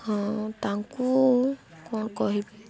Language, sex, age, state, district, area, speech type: Odia, female, 18-30, Odisha, Malkangiri, urban, spontaneous